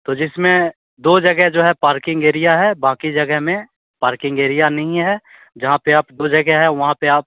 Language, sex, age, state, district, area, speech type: Hindi, male, 18-30, Bihar, Begusarai, rural, conversation